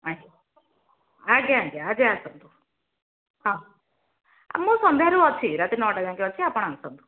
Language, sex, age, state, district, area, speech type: Odia, female, 60+, Odisha, Jharsuguda, rural, conversation